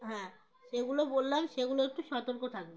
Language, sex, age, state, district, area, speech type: Bengali, female, 18-30, West Bengal, Uttar Dinajpur, urban, spontaneous